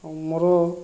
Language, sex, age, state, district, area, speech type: Odia, male, 45-60, Odisha, Boudh, rural, spontaneous